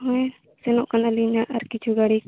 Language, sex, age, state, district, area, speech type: Santali, female, 18-30, Jharkhand, Seraikela Kharsawan, rural, conversation